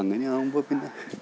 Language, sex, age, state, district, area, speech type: Malayalam, male, 45-60, Kerala, Thiruvananthapuram, rural, spontaneous